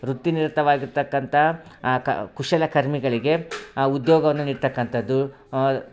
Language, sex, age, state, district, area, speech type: Kannada, male, 30-45, Karnataka, Vijayapura, rural, spontaneous